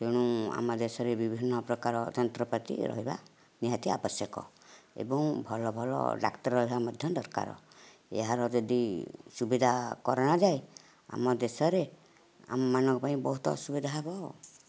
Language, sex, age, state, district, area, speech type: Odia, female, 60+, Odisha, Nayagarh, rural, spontaneous